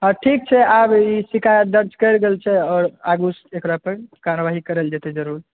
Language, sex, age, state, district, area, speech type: Maithili, male, 18-30, Bihar, Purnia, urban, conversation